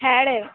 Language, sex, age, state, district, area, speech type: Bengali, female, 18-30, West Bengal, North 24 Parganas, urban, conversation